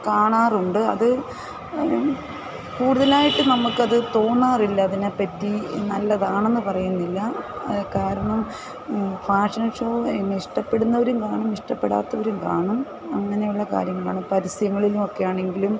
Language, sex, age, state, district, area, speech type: Malayalam, female, 45-60, Kerala, Kottayam, rural, spontaneous